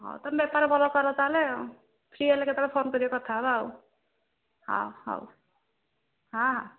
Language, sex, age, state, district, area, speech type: Odia, female, 60+, Odisha, Jharsuguda, rural, conversation